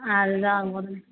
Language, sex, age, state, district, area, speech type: Tamil, female, 45-60, Tamil Nadu, Thanjavur, rural, conversation